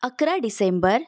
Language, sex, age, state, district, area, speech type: Marathi, female, 18-30, Maharashtra, Pune, urban, spontaneous